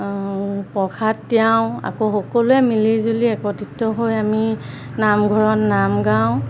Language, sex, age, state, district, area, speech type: Assamese, female, 45-60, Assam, Golaghat, urban, spontaneous